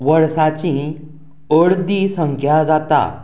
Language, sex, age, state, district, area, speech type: Goan Konkani, male, 30-45, Goa, Canacona, rural, spontaneous